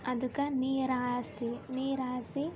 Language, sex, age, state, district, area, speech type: Kannada, female, 18-30, Karnataka, Koppal, rural, spontaneous